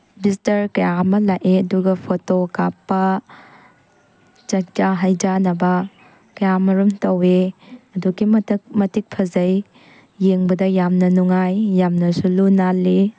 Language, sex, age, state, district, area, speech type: Manipuri, female, 18-30, Manipur, Tengnoupal, rural, spontaneous